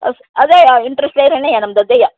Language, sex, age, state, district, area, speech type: Kannada, female, 60+, Karnataka, Uttara Kannada, rural, conversation